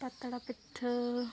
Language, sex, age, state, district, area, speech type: Santali, female, 18-30, West Bengal, Dakshin Dinajpur, rural, spontaneous